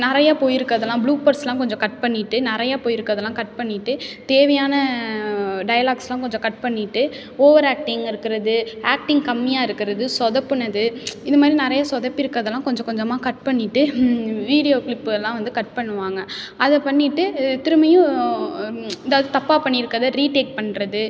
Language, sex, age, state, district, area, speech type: Tamil, female, 18-30, Tamil Nadu, Tiruchirappalli, rural, spontaneous